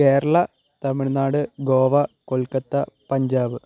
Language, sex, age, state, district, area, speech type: Malayalam, male, 18-30, Kerala, Kottayam, rural, spontaneous